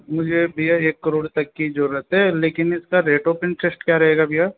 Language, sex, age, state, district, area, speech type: Hindi, male, 18-30, Rajasthan, Jaipur, urban, conversation